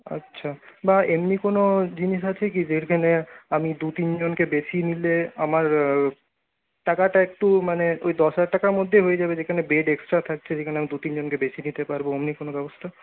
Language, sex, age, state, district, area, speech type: Bengali, male, 30-45, West Bengal, Purulia, urban, conversation